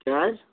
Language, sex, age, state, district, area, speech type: Kashmiri, male, 18-30, Jammu and Kashmir, Shopian, rural, conversation